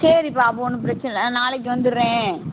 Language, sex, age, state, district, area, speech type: Tamil, female, 18-30, Tamil Nadu, Sivaganga, rural, conversation